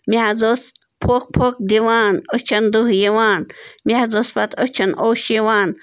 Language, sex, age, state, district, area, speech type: Kashmiri, female, 30-45, Jammu and Kashmir, Bandipora, rural, spontaneous